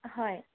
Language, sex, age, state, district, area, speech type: Assamese, female, 30-45, Assam, Sonitpur, rural, conversation